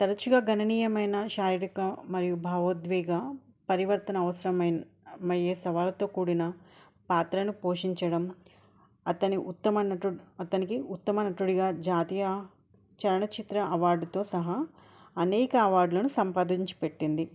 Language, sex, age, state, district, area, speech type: Telugu, female, 18-30, Telangana, Hanamkonda, urban, spontaneous